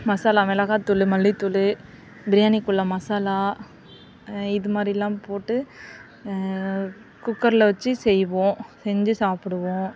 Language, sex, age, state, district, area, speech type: Tamil, female, 45-60, Tamil Nadu, Perambalur, rural, spontaneous